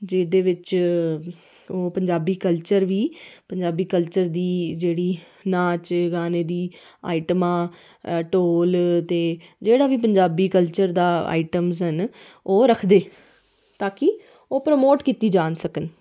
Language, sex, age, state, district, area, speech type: Dogri, female, 30-45, Jammu and Kashmir, Reasi, rural, spontaneous